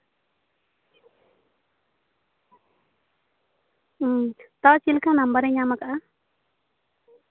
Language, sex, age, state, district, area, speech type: Santali, female, 18-30, West Bengal, Paschim Bardhaman, rural, conversation